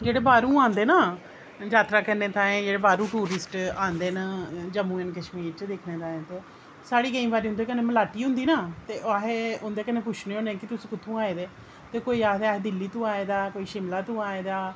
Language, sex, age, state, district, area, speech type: Dogri, female, 30-45, Jammu and Kashmir, Reasi, rural, spontaneous